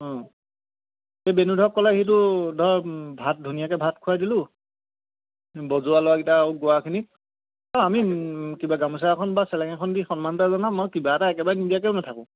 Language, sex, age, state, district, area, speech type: Assamese, male, 30-45, Assam, Lakhimpur, rural, conversation